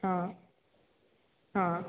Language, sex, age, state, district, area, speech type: Odia, female, 30-45, Odisha, Sambalpur, rural, conversation